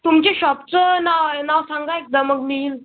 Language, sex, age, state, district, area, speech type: Marathi, male, 30-45, Maharashtra, Buldhana, rural, conversation